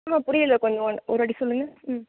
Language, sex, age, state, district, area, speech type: Tamil, female, 18-30, Tamil Nadu, Cuddalore, rural, conversation